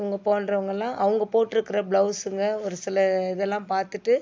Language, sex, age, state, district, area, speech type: Tamil, female, 60+, Tamil Nadu, Viluppuram, rural, spontaneous